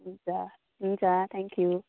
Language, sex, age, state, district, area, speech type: Nepali, female, 30-45, West Bengal, Kalimpong, rural, conversation